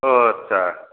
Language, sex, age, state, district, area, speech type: Bodo, male, 60+, Assam, Chirang, rural, conversation